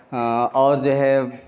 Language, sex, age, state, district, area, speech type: Urdu, male, 30-45, Bihar, Khagaria, rural, spontaneous